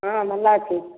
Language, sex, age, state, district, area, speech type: Odia, female, 30-45, Odisha, Nayagarh, rural, conversation